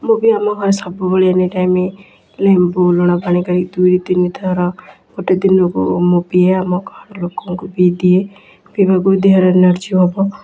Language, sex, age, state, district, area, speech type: Odia, female, 18-30, Odisha, Kendujhar, urban, spontaneous